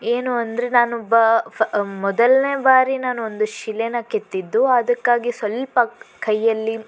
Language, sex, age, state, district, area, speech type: Kannada, female, 18-30, Karnataka, Davanagere, rural, spontaneous